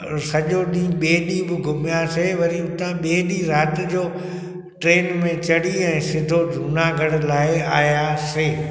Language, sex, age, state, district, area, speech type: Sindhi, male, 45-60, Gujarat, Junagadh, rural, spontaneous